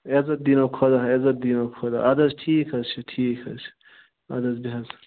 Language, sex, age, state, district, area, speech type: Kashmiri, male, 30-45, Jammu and Kashmir, Ganderbal, rural, conversation